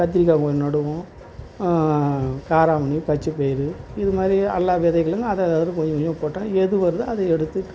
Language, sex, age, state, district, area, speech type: Tamil, male, 60+, Tamil Nadu, Tiruvarur, rural, spontaneous